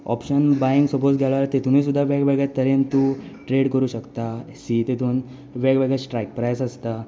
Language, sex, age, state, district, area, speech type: Goan Konkani, male, 18-30, Goa, Tiswadi, rural, spontaneous